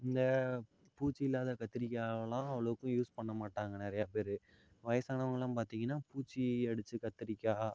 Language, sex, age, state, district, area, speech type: Tamil, male, 45-60, Tamil Nadu, Ariyalur, rural, spontaneous